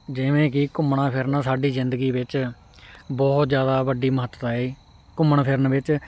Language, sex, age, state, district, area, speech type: Punjabi, male, 18-30, Punjab, Hoshiarpur, rural, spontaneous